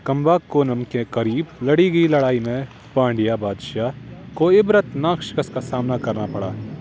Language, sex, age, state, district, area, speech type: Urdu, male, 18-30, Jammu and Kashmir, Srinagar, urban, read